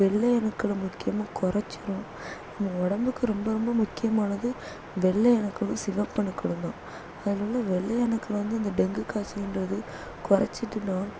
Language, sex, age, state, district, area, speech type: Tamil, female, 18-30, Tamil Nadu, Thoothukudi, urban, spontaneous